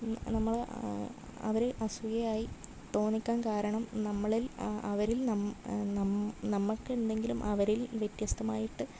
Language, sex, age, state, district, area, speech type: Malayalam, female, 30-45, Kerala, Kasaragod, rural, spontaneous